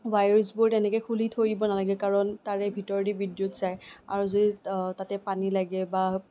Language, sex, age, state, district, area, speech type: Assamese, female, 18-30, Assam, Kamrup Metropolitan, urban, spontaneous